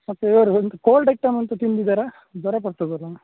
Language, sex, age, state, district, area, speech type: Kannada, male, 18-30, Karnataka, Udupi, rural, conversation